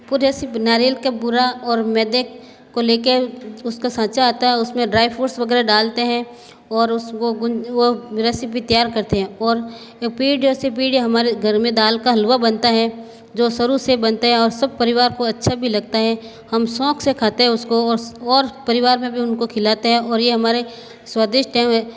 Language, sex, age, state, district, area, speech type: Hindi, female, 60+, Rajasthan, Jodhpur, urban, spontaneous